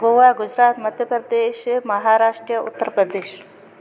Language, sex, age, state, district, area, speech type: Sindhi, female, 45-60, Gujarat, Junagadh, urban, spontaneous